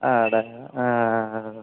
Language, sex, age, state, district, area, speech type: Tamil, male, 30-45, Tamil Nadu, Ariyalur, rural, conversation